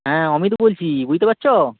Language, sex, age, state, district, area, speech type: Bengali, male, 18-30, West Bengal, North 24 Parganas, rural, conversation